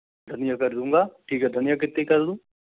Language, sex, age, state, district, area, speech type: Hindi, male, 45-60, Madhya Pradesh, Bhopal, urban, conversation